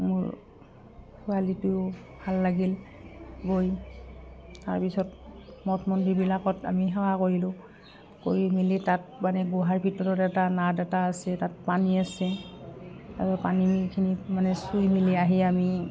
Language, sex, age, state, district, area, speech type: Assamese, female, 45-60, Assam, Udalguri, rural, spontaneous